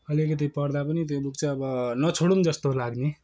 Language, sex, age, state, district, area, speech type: Nepali, male, 18-30, West Bengal, Kalimpong, rural, spontaneous